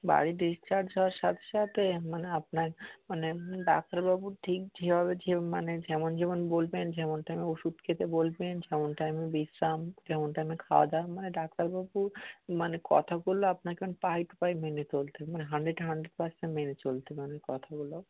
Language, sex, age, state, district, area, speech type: Bengali, male, 45-60, West Bengal, Darjeeling, urban, conversation